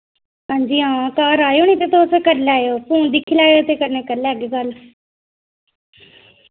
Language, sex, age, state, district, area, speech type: Dogri, female, 30-45, Jammu and Kashmir, Reasi, rural, conversation